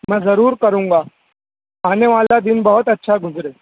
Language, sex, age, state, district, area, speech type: Urdu, male, 18-30, Maharashtra, Nashik, rural, conversation